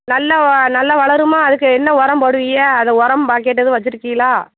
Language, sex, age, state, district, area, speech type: Tamil, female, 30-45, Tamil Nadu, Thoothukudi, urban, conversation